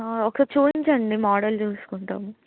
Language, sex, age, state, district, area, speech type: Telugu, female, 18-30, Telangana, Adilabad, urban, conversation